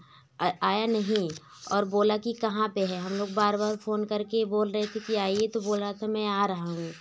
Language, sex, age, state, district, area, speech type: Hindi, female, 18-30, Uttar Pradesh, Varanasi, rural, spontaneous